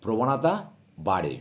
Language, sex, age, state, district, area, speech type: Bengali, male, 60+, West Bengal, North 24 Parganas, urban, spontaneous